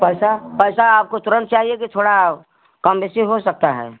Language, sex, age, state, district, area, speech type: Hindi, female, 60+, Uttar Pradesh, Chandauli, rural, conversation